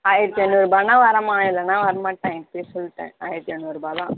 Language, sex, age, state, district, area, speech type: Tamil, female, 18-30, Tamil Nadu, Ranipet, rural, conversation